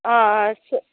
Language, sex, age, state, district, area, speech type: Tamil, female, 18-30, Tamil Nadu, Perambalur, rural, conversation